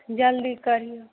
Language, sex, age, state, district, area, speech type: Maithili, male, 60+, Bihar, Saharsa, rural, conversation